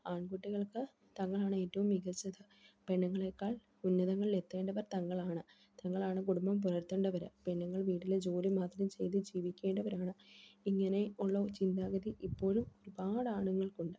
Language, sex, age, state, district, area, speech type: Malayalam, female, 18-30, Kerala, Palakkad, rural, spontaneous